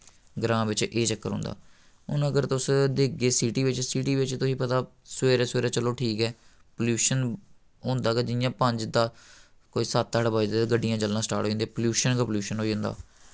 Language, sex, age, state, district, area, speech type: Dogri, male, 18-30, Jammu and Kashmir, Samba, rural, spontaneous